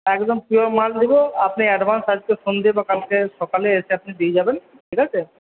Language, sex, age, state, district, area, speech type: Bengali, male, 18-30, West Bengal, Purba Bardhaman, urban, conversation